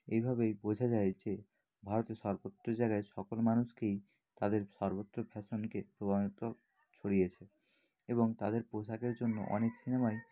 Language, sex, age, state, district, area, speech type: Bengali, male, 30-45, West Bengal, Nadia, rural, spontaneous